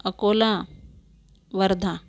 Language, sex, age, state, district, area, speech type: Marathi, female, 45-60, Maharashtra, Amravati, urban, spontaneous